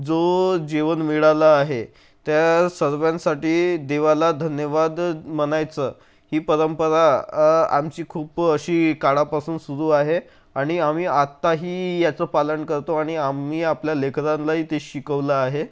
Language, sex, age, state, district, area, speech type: Marathi, male, 45-60, Maharashtra, Nagpur, urban, spontaneous